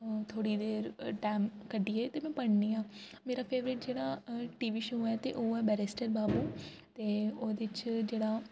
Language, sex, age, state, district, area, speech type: Dogri, female, 18-30, Jammu and Kashmir, Jammu, rural, spontaneous